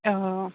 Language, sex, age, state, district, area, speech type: Assamese, female, 18-30, Assam, Goalpara, rural, conversation